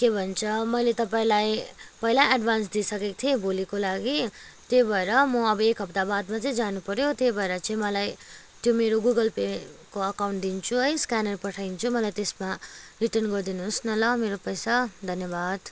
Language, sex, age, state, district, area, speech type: Nepali, female, 18-30, West Bengal, Kalimpong, rural, spontaneous